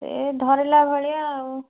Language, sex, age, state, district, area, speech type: Odia, female, 30-45, Odisha, Cuttack, urban, conversation